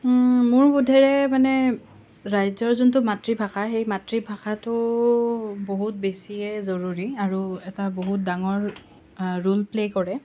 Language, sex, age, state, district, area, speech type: Assamese, female, 18-30, Assam, Nalbari, rural, spontaneous